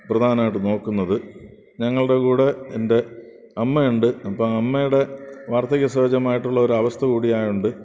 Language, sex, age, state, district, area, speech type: Malayalam, male, 60+, Kerala, Thiruvananthapuram, urban, spontaneous